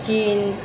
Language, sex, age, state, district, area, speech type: Odia, female, 30-45, Odisha, Sundergarh, urban, spontaneous